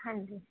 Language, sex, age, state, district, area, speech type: Punjabi, female, 18-30, Punjab, Mohali, rural, conversation